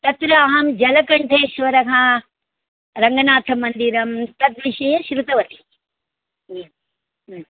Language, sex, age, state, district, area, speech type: Sanskrit, female, 60+, Maharashtra, Mumbai City, urban, conversation